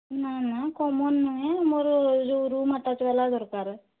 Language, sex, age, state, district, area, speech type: Odia, female, 60+, Odisha, Mayurbhanj, rural, conversation